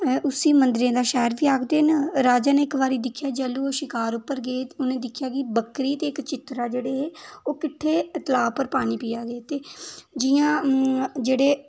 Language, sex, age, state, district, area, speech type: Dogri, female, 18-30, Jammu and Kashmir, Udhampur, rural, spontaneous